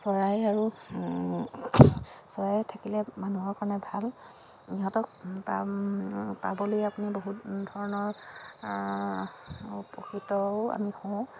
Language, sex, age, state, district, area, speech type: Assamese, female, 45-60, Assam, Dibrugarh, rural, spontaneous